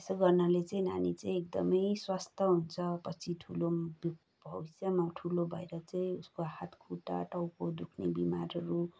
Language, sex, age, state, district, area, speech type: Nepali, female, 18-30, West Bengal, Kalimpong, rural, spontaneous